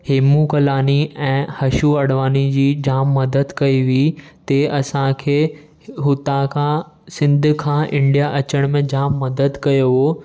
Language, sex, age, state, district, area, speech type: Sindhi, male, 18-30, Maharashtra, Mumbai Suburban, urban, spontaneous